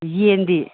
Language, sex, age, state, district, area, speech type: Manipuri, female, 60+, Manipur, Imphal West, urban, conversation